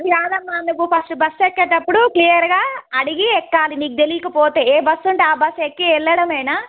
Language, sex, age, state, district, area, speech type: Telugu, female, 30-45, Telangana, Suryapet, urban, conversation